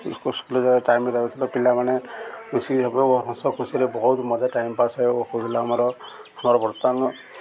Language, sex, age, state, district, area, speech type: Odia, male, 45-60, Odisha, Ganjam, urban, spontaneous